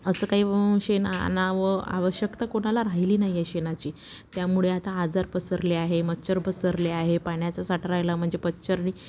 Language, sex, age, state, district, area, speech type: Marathi, female, 30-45, Maharashtra, Wardha, rural, spontaneous